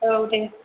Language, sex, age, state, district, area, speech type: Bodo, female, 30-45, Assam, Chirang, rural, conversation